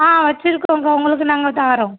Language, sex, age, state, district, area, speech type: Tamil, female, 30-45, Tamil Nadu, Thoothukudi, rural, conversation